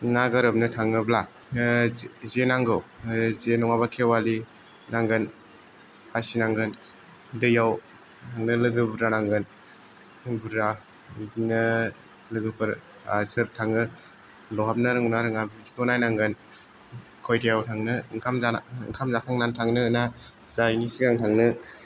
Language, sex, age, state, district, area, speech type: Bodo, male, 18-30, Assam, Kokrajhar, rural, spontaneous